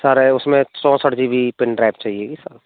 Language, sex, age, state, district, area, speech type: Hindi, male, 18-30, Rajasthan, Bharatpur, rural, conversation